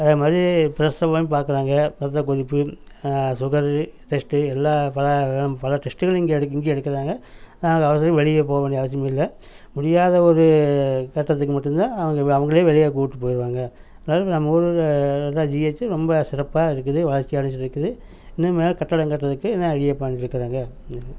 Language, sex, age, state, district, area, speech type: Tamil, male, 45-60, Tamil Nadu, Coimbatore, rural, spontaneous